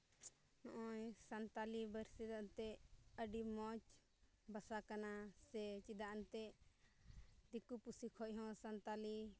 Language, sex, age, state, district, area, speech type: Santali, female, 30-45, Jharkhand, Pakur, rural, spontaneous